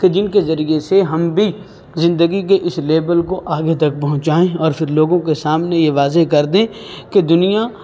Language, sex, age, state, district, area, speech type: Urdu, male, 18-30, Uttar Pradesh, Saharanpur, urban, spontaneous